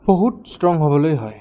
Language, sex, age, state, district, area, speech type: Assamese, male, 18-30, Assam, Goalpara, urban, spontaneous